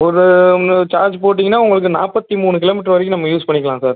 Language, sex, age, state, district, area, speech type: Tamil, male, 30-45, Tamil Nadu, Pudukkottai, rural, conversation